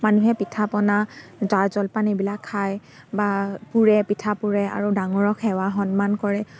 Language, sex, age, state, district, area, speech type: Assamese, female, 30-45, Assam, Dibrugarh, rural, spontaneous